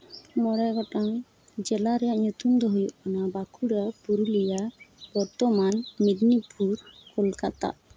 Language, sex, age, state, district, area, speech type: Santali, female, 30-45, West Bengal, Paschim Bardhaman, urban, spontaneous